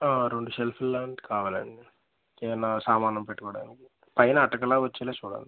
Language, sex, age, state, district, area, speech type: Telugu, male, 18-30, Andhra Pradesh, Eluru, rural, conversation